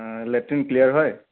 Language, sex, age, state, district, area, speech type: Assamese, male, 30-45, Assam, Sonitpur, rural, conversation